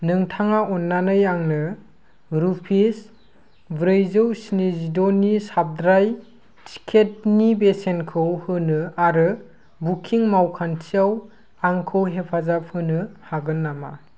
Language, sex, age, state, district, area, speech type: Bodo, male, 18-30, Assam, Kokrajhar, rural, read